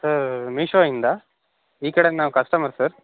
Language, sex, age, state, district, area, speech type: Kannada, male, 18-30, Karnataka, Chitradurga, rural, conversation